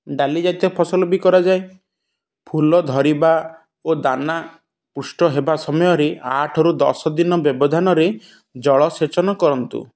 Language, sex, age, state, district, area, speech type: Odia, male, 30-45, Odisha, Ganjam, urban, spontaneous